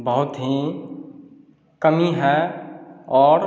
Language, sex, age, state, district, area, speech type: Hindi, male, 30-45, Bihar, Samastipur, rural, spontaneous